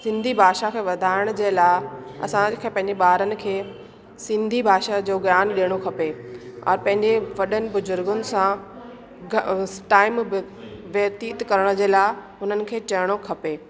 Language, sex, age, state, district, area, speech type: Sindhi, female, 30-45, Delhi, South Delhi, urban, spontaneous